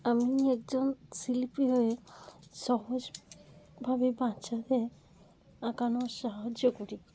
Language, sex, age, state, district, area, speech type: Bengali, female, 30-45, West Bengal, Cooch Behar, urban, spontaneous